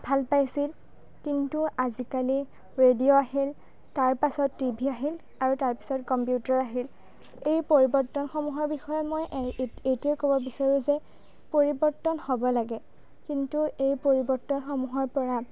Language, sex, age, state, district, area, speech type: Assamese, female, 18-30, Assam, Darrang, rural, spontaneous